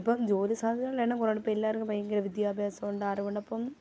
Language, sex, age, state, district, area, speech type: Malayalam, female, 18-30, Kerala, Pathanamthitta, rural, spontaneous